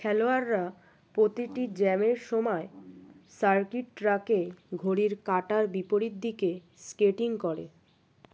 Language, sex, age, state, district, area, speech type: Bengali, female, 18-30, West Bengal, Birbhum, urban, read